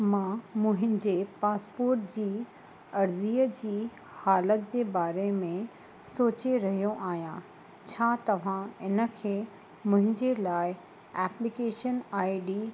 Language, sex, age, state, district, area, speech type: Sindhi, female, 18-30, Uttar Pradesh, Lucknow, urban, read